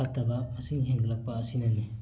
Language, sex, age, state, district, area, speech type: Manipuri, male, 30-45, Manipur, Thoubal, rural, spontaneous